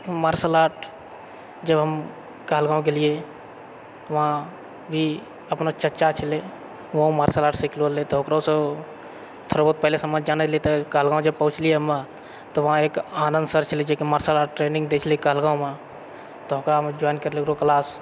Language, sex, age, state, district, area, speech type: Maithili, male, 45-60, Bihar, Purnia, rural, spontaneous